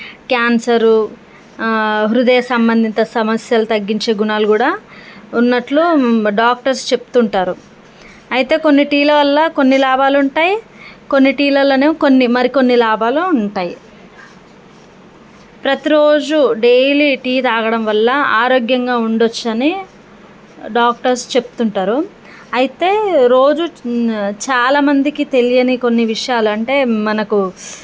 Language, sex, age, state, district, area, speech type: Telugu, female, 30-45, Telangana, Nalgonda, rural, spontaneous